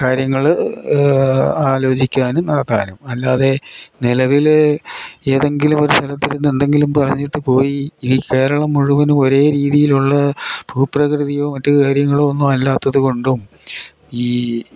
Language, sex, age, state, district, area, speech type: Malayalam, male, 60+, Kerala, Idukki, rural, spontaneous